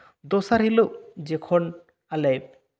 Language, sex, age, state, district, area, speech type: Santali, male, 18-30, West Bengal, Bankura, rural, spontaneous